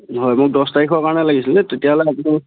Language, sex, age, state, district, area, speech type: Assamese, male, 30-45, Assam, Lakhimpur, rural, conversation